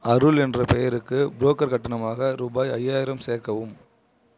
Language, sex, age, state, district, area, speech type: Tamil, male, 18-30, Tamil Nadu, Kallakurichi, rural, read